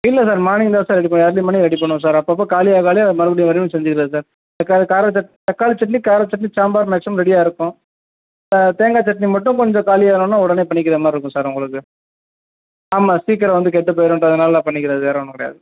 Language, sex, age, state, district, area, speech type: Tamil, male, 30-45, Tamil Nadu, Tiruchirappalli, rural, conversation